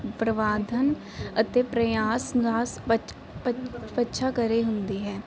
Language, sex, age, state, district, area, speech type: Punjabi, female, 18-30, Punjab, Mansa, urban, spontaneous